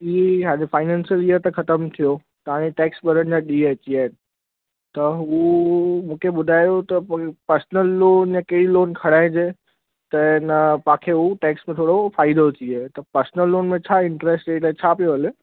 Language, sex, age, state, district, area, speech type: Sindhi, male, 18-30, Gujarat, Kutch, rural, conversation